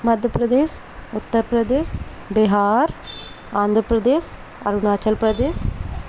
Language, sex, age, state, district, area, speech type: Hindi, female, 18-30, Madhya Pradesh, Indore, urban, spontaneous